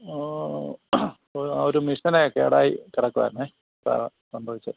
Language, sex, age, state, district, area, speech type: Malayalam, male, 45-60, Kerala, Kottayam, rural, conversation